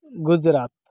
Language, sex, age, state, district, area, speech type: Marathi, male, 30-45, Maharashtra, Gadchiroli, rural, spontaneous